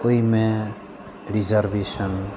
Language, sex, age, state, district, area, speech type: Maithili, male, 45-60, Bihar, Madhubani, rural, spontaneous